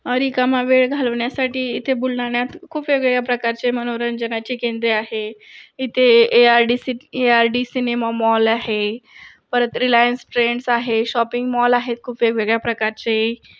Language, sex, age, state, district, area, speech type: Marathi, female, 18-30, Maharashtra, Buldhana, urban, spontaneous